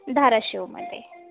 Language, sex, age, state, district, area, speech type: Marathi, female, 18-30, Maharashtra, Osmanabad, rural, conversation